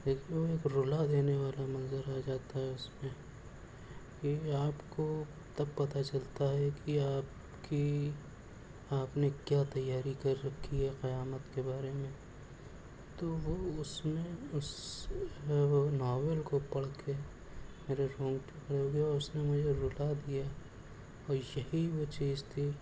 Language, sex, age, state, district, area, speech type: Urdu, male, 18-30, Uttar Pradesh, Shahjahanpur, urban, spontaneous